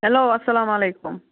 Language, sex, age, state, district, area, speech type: Kashmiri, female, 18-30, Jammu and Kashmir, Budgam, rural, conversation